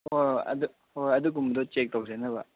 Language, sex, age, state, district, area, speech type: Manipuri, male, 18-30, Manipur, Kangpokpi, urban, conversation